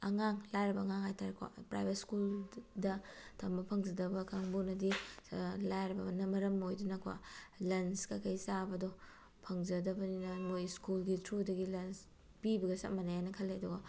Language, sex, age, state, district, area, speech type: Manipuri, female, 45-60, Manipur, Bishnupur, rural, spontaneous